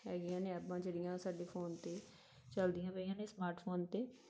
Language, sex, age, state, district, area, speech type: Punjabi, female, 30-45, Punjab, Tarn Taran, rural, spontaneous